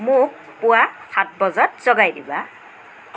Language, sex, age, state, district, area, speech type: Assamese, female, 45-60, Assam, Nagaon, rural, read